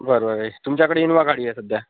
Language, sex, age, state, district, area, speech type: Marathi, male, 30-45, Maharashtra, Akola, rural, conversation